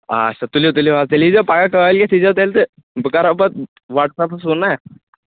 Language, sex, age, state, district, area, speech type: Kashmiri, male, 18-30, Jammu and Kashmir, Kulgam, rural, conversation